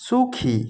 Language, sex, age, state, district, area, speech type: Bengali, male, 30-45, West Bengal, North 24 Parganas, rural, read